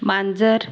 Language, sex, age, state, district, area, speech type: Marathi, female, 45-60, Maharashtra, Buldhana, rural, read